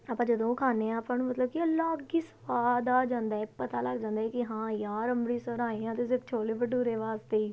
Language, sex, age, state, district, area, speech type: Punjabi, female, 18-30, Punjab, Tarn Taran, urban, spontaneous